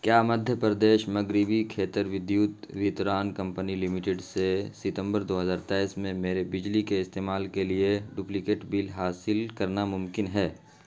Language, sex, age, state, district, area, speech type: Urdu, male, 30-45, Bihar, Khagaria, rural, read